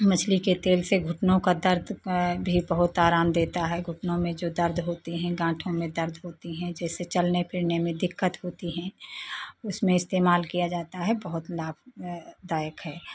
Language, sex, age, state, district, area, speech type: Hindi, female, 45-60, Uttar Pradesh, Lucknow, rural, spontaneous